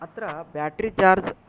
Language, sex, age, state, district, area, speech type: Sanskrit, male, 18-30, Karnataka, Yadgir, urban, spontaneous